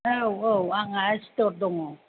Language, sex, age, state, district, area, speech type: Bodo, female, 30-45, Assam, Kokrajhar, rural, conversation